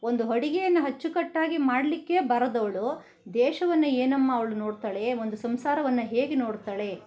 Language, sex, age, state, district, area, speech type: Kannada, female, 60+, Karnataka, Bangalore Rural, rural, spontaneous